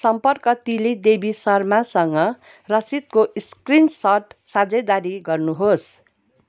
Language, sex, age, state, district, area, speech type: Nepali, female, 45-60, West Bengal, Darjeeling, rural, read